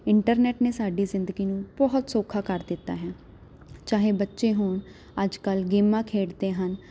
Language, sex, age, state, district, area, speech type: Punjabi, female, 18-30, Punjab, Jalandhar, urban, spontaneous